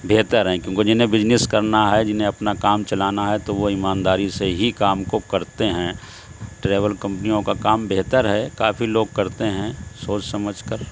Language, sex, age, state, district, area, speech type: Urdu, male, 60+, Uttar Pradesh, Shahjahanpur, rural, spontaneous